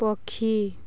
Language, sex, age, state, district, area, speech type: Odia, female, 18-30, Odisha, Balangir, urban, read